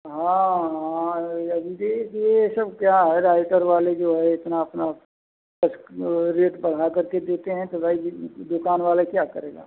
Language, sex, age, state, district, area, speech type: Hindi, male, 45-60, Uttar Pradesh, Azamgarh, rural, conversation